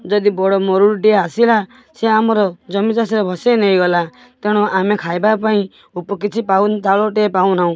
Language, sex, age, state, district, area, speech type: Odia, female, 45-60, Odisha, Balasore, rural, spontaneous